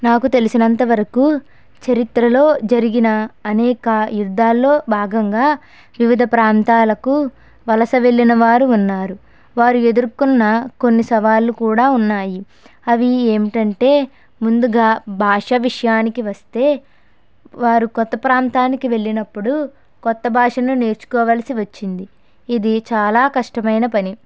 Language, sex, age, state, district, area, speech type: Telugu, female, 18-30, Andhra Pradesh, Konaseema, rural, spontaneous